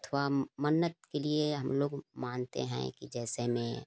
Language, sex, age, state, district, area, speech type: Hindi, female, 30-45, Uttar Pradesh, Ghazipur, rural, spontaneous